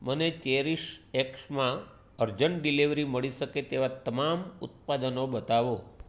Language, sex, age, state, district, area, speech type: Gujarati, male, 45-60, Gujarat, Surat, urban, read